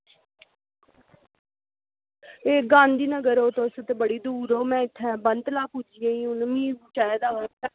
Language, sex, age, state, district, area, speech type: Dogri, female, 18-30, Jammu and Kashmir, Samba, rural, conversation